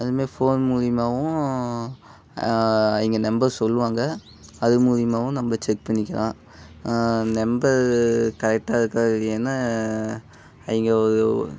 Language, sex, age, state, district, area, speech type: Tamil, male, 18-30, Tamil Nadu, Namakkal, rural, spontaneous